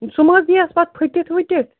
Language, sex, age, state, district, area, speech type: Kashmiri, female, 30-45, Jammu and Kashmir, Srinagar, urban, conversation